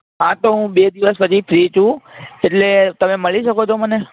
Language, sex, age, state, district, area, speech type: Gujarati, male, 18-30, Gujarat, Ahmedabad, urban, conversation